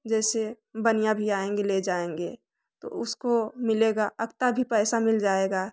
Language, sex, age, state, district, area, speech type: Hindi, female, 18-30, Uttar Pradesh, Prayagraj, rural, spontaneous